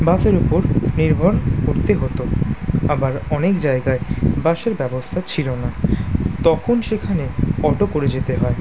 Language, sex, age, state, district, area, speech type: Bengali, male, 18-30, West Bengal, Kolkata, urban, spontaneous